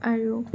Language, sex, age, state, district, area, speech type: Assamese, female, 18-30, Assam, Tinsukia, rural, spontaneous